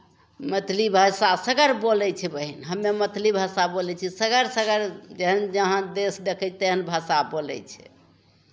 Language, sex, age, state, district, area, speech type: Maithili, female, 45-60, Bihar, Begusarai, urban, spontaneous